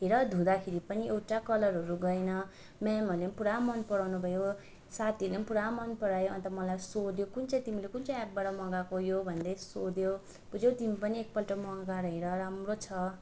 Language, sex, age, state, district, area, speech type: Nepali, female, 18-30, West Bengal, Darjeeling, rural, spontaneous